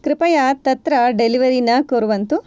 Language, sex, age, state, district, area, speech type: Sanskrit, female, 30-45, Karnataka, Shimoga, rural, spontaneous